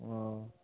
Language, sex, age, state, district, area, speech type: Bengali, male, 30-45, West Bengal, Nadia, rural, conversation